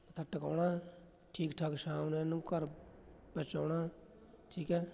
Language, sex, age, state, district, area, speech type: Punjabi, male, 30-45, Punjab, Fatehgarh Sahib, rural, spontaneous